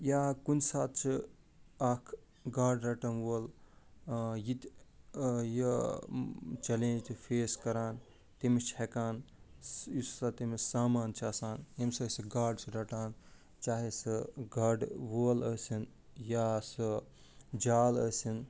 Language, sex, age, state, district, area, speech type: Kashmiri, male, 45-60, Jammu and Kashmir, Ganderbal, urban, spontaneous